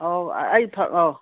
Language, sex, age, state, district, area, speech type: Manipuri, female, 60+, Manipur, Imphal East, rural, conversation